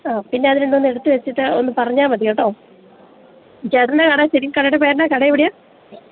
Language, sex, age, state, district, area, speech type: Malayalam, female, 30-45, Kerala, Idukki, rural, conversation